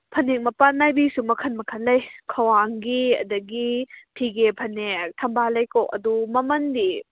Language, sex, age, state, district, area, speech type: Manipuri, female, 18-30, Manipur, Kakching, rural, conversation